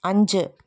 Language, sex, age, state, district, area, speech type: Malayalam, female, 30-45, Kerala, Ernakulam, rural, read